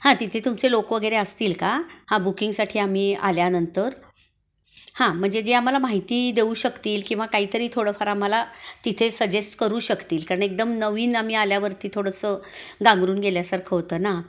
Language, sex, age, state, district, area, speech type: Marathi, female, 60+, Maharashtra, Kolhapur, urban, spontaneous